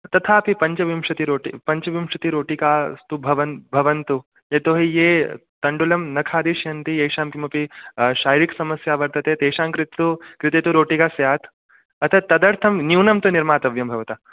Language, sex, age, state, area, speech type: Sanskrit, male, 18-30, Jharkhand, urban, conversation